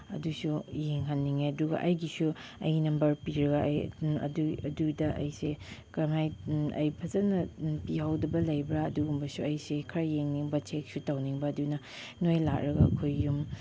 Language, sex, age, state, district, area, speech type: Manipuri, female, 30-45, Manipur, Chandel, rural, spontaneous